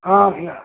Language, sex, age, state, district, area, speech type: Hindi, male, 60+, Uttar Pradesh, Prayagraj, rural, conversation